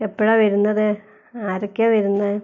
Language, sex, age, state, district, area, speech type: Malayalam, female, 60+, Kerala, Wayanad, rural, spontaneous